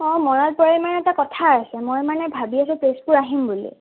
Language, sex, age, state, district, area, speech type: Assamese, female, 18-30, Assam, Sonitpur, rural, conversation